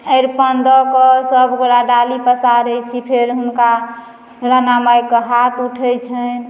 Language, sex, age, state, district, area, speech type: Maithili, female, 45-60, Bihar, Madhubani, rural, spontaneous